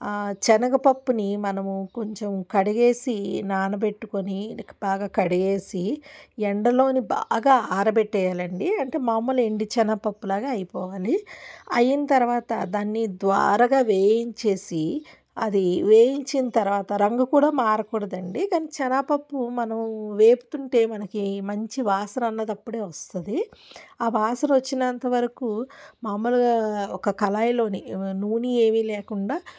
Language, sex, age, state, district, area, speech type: Telugu, female, 45-60, Andhra Pradesh, Alluri Sitarama Raju, rural, spontaneous